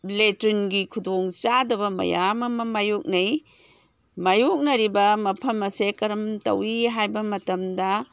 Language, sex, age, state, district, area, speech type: Manipuri, female, 60+, Manipur, Imphal East, rural, spontaneous